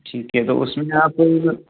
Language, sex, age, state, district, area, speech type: Hindi, male, 18-30, Madhya Pradesh, Ujjain, rural, conversation